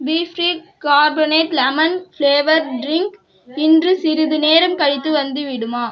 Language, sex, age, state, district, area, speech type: Tamil, female, 18-30, Tamil Nadu, Cuddalore, rural, read